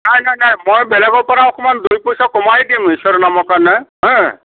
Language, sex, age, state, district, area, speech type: Assamese, male, 45-60, Assam, Kamrup Metropolitan, urban, conversation